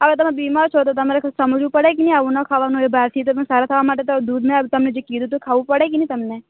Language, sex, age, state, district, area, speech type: Gujarati, female, 18-30, Gujarat, Narmada, urban, conversation